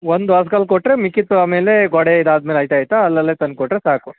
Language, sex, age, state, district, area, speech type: Kannada, male, 18-30, Karnataka, Mandya, urban, conversation